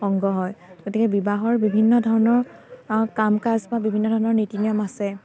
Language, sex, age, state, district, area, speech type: Assamese, female, 30-45, Assam, Dibrugarh, rural, spontaneous